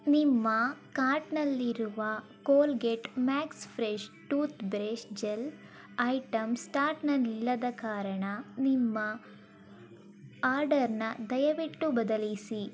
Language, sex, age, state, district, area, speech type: Kannada, female, 45-60, Karnataka, Chikkaballapur, rural, read